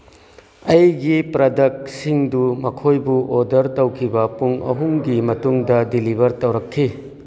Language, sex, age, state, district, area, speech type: Manipuri, male, 45-60, Manipur, Churachandpur, rural, read